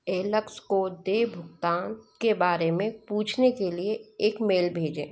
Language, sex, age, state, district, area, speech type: Hindi, female, 30-45, Madhya Pradesh, Bhopal, urban, read